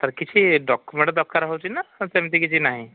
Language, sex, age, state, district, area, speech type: Odia, male, 45-60, Odisha, Sambalpur, rural, conversation